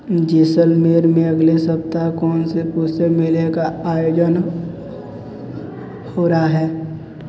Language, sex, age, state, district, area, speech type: Hindi, male, 18-30, Uttar Pradesh, Sonbhadra, rural, read